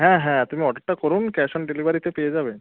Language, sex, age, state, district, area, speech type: Bengali, male, 30-45, West Bengal, Birbhum, urban, conversation